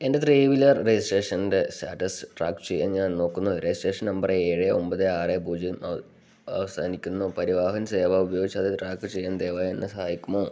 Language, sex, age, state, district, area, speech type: Malayalam, male, 18-30, Kerala, Wayanad, rural, read